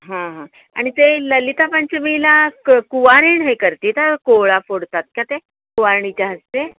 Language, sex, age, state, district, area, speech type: Marathi, female, 45-60, Maharashtra, Kolhapur, urban, conversation